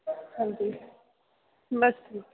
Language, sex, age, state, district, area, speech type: Dogri, female, 18-30, Jammu and Kashmir, Udhampur, rural, conversation